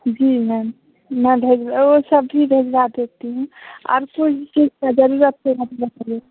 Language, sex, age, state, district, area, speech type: Hindi, female, 30-45, Bihar, Samastipur, rural, conversation